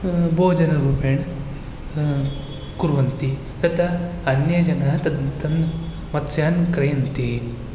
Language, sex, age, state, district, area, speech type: Sanskrit, male, 18-30, Karnataka, Bangalore Urban, urban, spontaneous